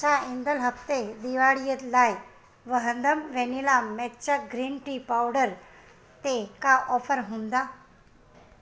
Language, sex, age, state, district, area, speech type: Sindhi, female, 45-60, Gujarat, Junagadh, urban, read